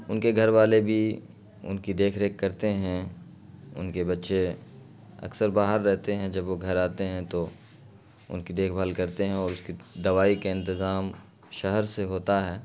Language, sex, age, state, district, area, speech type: Urdu, male, 30-45, Bihar, Khagaria, rural, spontaneous